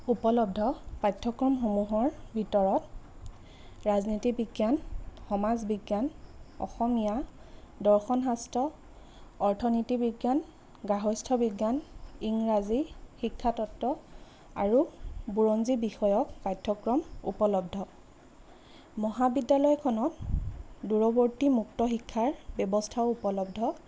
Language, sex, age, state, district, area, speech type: Assamese, female, 30-45, Assam, Lakhimpur, rural, spontaneous